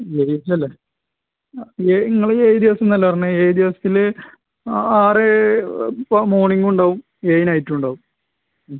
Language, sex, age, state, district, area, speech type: Malayalam, male, 18-30, Kerala, Malappuram, rural, conversation